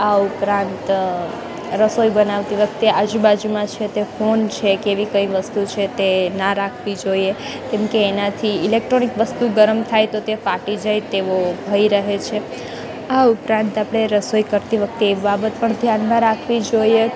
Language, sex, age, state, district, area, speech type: Gujarati, female, 18-30, Gujarat, Junagadh, urban, spontaneous